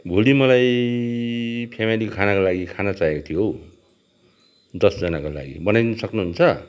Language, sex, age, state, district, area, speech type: Nepali, male, 45-60, West Bengal, Darjeeling, rural, spontaneous